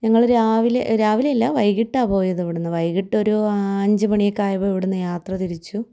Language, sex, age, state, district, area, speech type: Malayalam, female, 30-45, Kerala, Thiruvananthapuram, rural, spontaneous